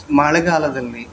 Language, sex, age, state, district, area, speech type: Kannada, male, 45-60, Karnataka, Dakshina Kannada, rural, spontaneous